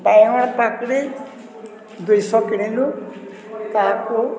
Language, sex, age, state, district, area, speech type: Odia, male, 60+, Odisha, Balangir, urban, spontaneous